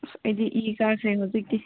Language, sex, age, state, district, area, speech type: Manipuri, female, 18-30, Manipur, Kangpokpi, urban, conversation